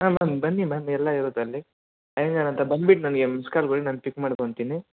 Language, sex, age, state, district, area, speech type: Kannada, male, 18-30, Karnataka, Bangalore Urban, urban, conversation